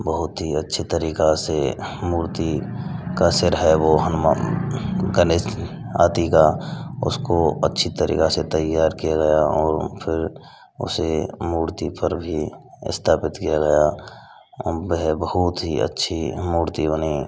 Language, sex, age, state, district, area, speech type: Hindi, male, 18-30, Rajasthan, Bharatpur, rural, spontaneous